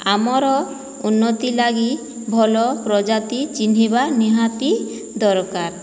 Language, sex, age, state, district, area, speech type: Odia, female, 30-45, Odisha, Boudh, rural, spontaneous